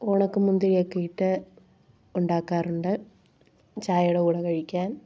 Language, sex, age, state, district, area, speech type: Malayalam, female, 18-30, Kerala, Kollam, rural, spontaneous